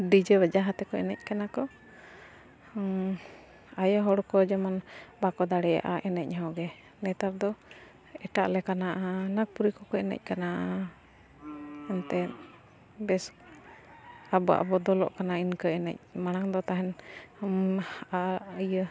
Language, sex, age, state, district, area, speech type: Santali, female, 18-30, Jharkhand, Bokaro, rural, spontaneous